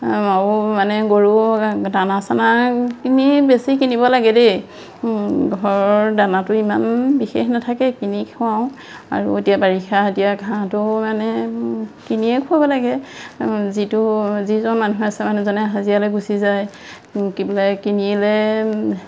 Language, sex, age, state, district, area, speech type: Assamese, female, 30-45, Assam, Majuli, urban, spontaneous